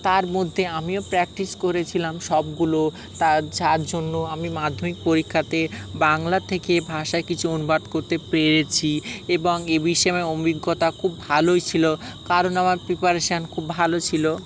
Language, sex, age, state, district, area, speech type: Bengali, male, 18-30, West Bengal, Dakshin Dinajpur, urban, spontaneous